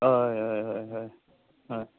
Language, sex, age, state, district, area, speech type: Goan Konkani, male, 60+, Goa, Canacona, rural, conversation